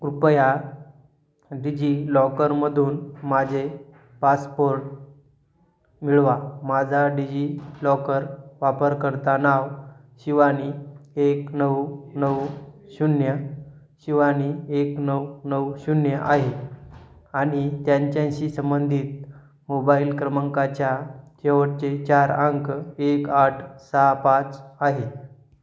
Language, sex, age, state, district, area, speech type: Marathi, male, 30-45, Maharashtra, Hingoli, urban, read